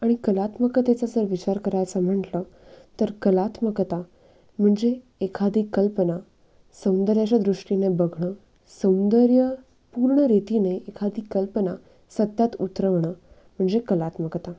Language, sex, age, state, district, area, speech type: Marathi, female, 18-30, Maharashtra, Nashik, urban, spontaneous